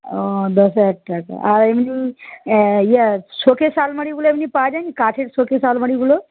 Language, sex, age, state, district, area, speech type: Bengali, female, 45-60, West Bengal, Paschim Medinipur, rural, conversation